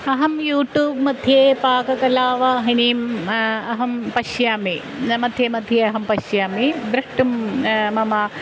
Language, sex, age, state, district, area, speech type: Sanskrit, female, 45-60, Kerala, Kottayam, rural, spontaneous